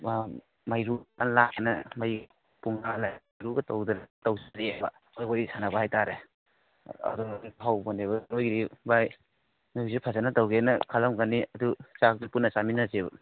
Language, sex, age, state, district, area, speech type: Manipuri, male, 18-30, Manipur, Kangpokpi, urban, conversation